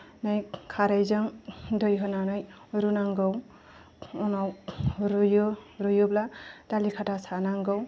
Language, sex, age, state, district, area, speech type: Bodo, female, 30-45, Assam, Kokrajhar, rural, spontaneous